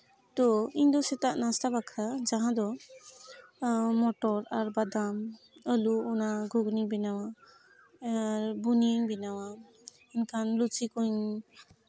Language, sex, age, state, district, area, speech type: Santali, female, 18-30, West Bengal, Malda, rural, spontaneous